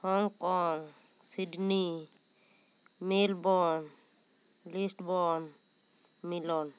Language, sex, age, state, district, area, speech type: Santali, female, 30-45, West Bengal, Bankura, rural, spontaneous